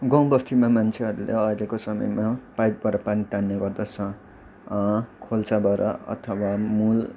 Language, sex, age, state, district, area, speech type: Nepali, male, 18-30, West Bengal, Kalimpong, rural, spontaneous